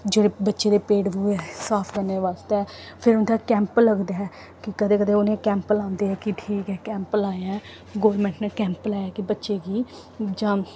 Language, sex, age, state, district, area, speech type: Dogri, female, 18-30, Jammu and Kashmir, Samba, rural, spontaneous